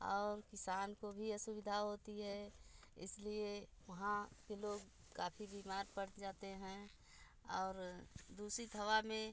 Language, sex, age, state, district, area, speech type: Hindi, female, 60+, Uttar Pradesh, Bhadohi, urban, spontaneous